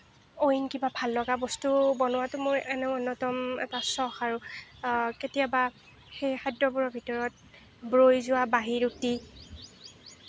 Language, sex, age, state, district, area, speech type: Assamese, female, 60+, Assam, Nagaon, rural, spontaneous